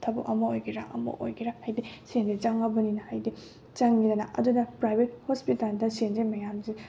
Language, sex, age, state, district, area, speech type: Manipuri, female, 18-30, Manipur, Bishnupur, rural, spontaneous